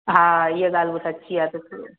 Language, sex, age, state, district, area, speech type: Sindhi, female, 18-30, Gujarat, Junagadh, urban, conversation